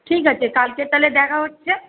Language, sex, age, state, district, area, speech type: Bengali, female, 30-45, West Bengal, Kolkata, urban, conversation